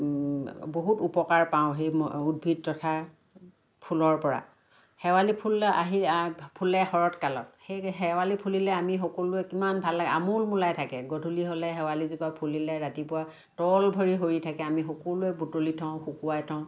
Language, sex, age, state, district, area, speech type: Assamese, female, 60+, Assam, Lakhimpur, urban, spontaneous